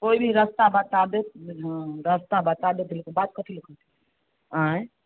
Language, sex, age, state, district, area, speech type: Maithili, female, 30-45, Bihar, Samastipur, rural, conversation